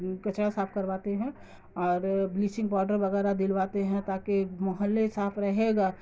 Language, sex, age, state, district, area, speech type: Urdu, female, 30-45, Bihar, Darbhanga, rural, spontaneous